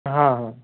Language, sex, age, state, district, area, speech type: Maithili, male, 18-30, Bihar, Madhubani, rural, conversation